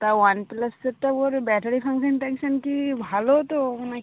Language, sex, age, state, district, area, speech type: Bengali, female, 30-45, West Bengal, Birbhum, urban, conversation